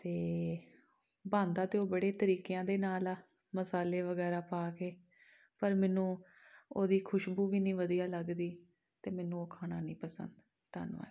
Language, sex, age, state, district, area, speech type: Punjabi, female, 30-45, Punjab, Amritsar, urban, spontaneous